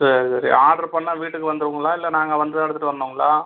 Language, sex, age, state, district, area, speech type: Tamil, male, 45-60, Tamil Nadu, Cuddalore, rural, conversation